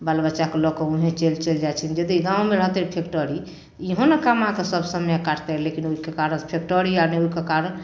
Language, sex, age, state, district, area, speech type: Maithili, female, 45-60, Bihar, Samastipur, rural, spontaneous